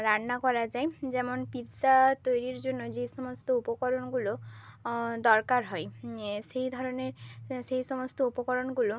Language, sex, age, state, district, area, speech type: Bengali, female, 30-45, West Bengal, Bankura, urban, spontaneous